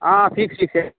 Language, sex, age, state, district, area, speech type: Nepali, male, 30-45, West Bengal, Jalpaiguri, urban, conversation